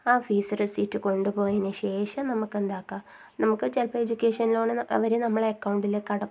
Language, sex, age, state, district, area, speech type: Malayalam, female, 30-45, Kerala, Kasaragod, rural, spontaneous